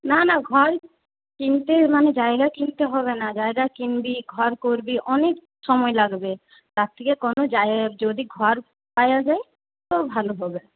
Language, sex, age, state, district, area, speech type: Bengali, female, 30-45, West Bengal, Purulia, urban, conversation